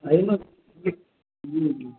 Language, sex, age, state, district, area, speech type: Maithili, male, 18-30, Bihar, Darbhanga, rural, conversation